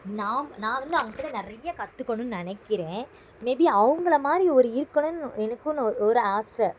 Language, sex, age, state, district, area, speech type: Tamil, female, 18-30, Tamil Nadu, Madurai, urban, spontaneous